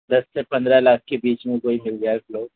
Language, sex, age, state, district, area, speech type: Urdu, male, 18-30, Delhi, North West Delhi, urban, conversation